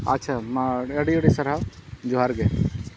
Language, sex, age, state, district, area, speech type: Santali, male, 45-60, Odisha, Mayurbhanj, rural, spontaneous